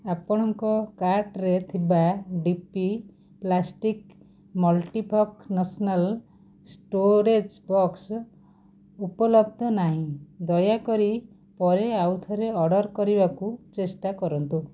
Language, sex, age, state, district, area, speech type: Odia, female, 45-60, Odisha, Rayagada, rural, read